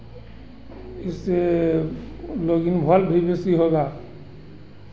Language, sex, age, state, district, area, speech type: Hindi, male, 60+, Bihar, Begusarai, urban, spontaneous